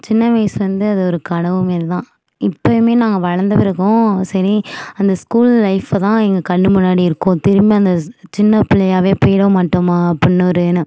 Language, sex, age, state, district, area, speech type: Tamil, female, 18-30, Tamil Nadu, Nagapattinam, urban, spontaneous